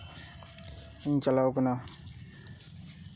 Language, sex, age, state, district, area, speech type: Santali, male, 18-30, West Bengal, Paschim Bardhaman, rural, spontaneous